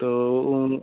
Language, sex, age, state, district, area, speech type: Hindi, male, 30-45, Uttar Pradesh, Mau, rural, conversation